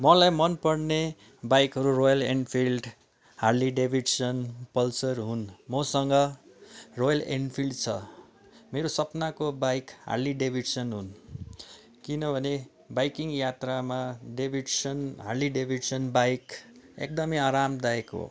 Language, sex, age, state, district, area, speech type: Nepali, male, 30-45, West Bengal, Darjeeling, rural, spontaneous